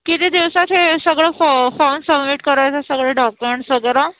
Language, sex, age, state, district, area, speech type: Marathi, female, 30-45, Maharashtra, Nagpur, urban, conversation